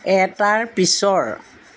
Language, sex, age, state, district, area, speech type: Assamese, female, 60+, Assam, Jorhat, urban, read